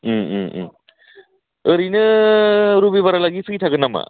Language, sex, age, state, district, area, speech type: Bodo, male, 30-45, Assam, Baksa, urban, conversation